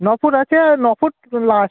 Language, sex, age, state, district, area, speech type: Bengali, male, 18-30, West Bengal, Jalpaiguri, rural, conversation